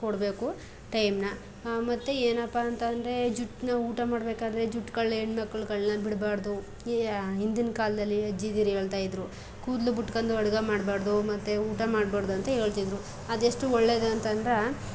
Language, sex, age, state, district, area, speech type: Kannada, female, 30-45, Karnataka, Chamarajanagar, rural, spontaneous